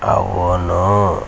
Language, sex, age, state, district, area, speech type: Telugu, male, 60+, Andhra Pradesh, West Godavari, rural, read